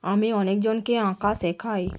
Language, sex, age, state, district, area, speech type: Bengali, female, 30-45, West Bengal, Cooch Behar, urban, spontaneous